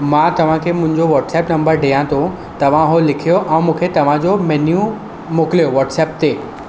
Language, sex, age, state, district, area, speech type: Sindhi, male, 18-30, Maharashtra, Mumbai Suburban, urban, spontaneous